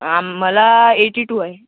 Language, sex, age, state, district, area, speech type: Marathi, male, 18-30, Maharashtra, Wardha, rural, conversation